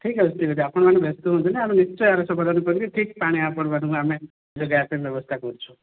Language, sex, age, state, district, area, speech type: Odia, male, 30-45, Odisha, Kandhamal, rural, conversation